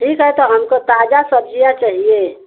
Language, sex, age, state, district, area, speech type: Hindi, female, 60+, Uttar Pradesh, Mau, urban, conversation